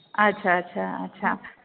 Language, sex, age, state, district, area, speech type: Marathi, female, 30-45, Maharashtra, Nagpur, urban, conversation